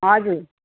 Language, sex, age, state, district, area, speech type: Nepali, female, 30-45, West Bengal, Jalpaiguri, urban, conversation